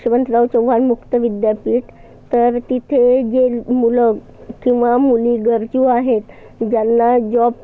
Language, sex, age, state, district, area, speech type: Marathi, female, 30-45, Maharashtra, Nagpur, urban, spontaneous